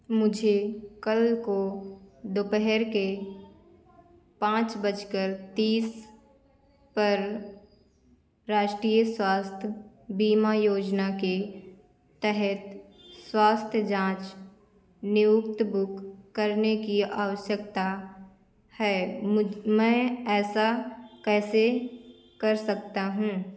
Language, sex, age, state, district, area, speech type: Hindi, female, 30-45, Uttar Pradesh, Ayodhya, rural, read